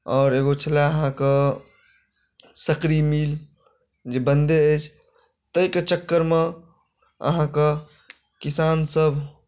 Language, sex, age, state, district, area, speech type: Maithili, male, 45-60, Bihar, Madhubani, urban, spontaneous